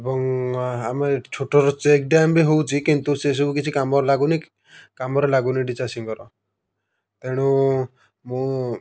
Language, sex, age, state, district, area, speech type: Odia, male, 30-45, Odisha, Kendujhar, urban, spontaneous